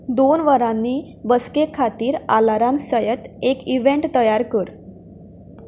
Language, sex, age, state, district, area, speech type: Goan Konkani, female, 18-30, Goa, Canacona, rural, read